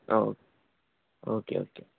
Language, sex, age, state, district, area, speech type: Telugu, male, 18-30, Telangana, Vikarabad, urban, conversation